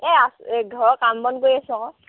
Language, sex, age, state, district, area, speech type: Assamese, female, 45-60, Assam, Sivasagar, rural, conversation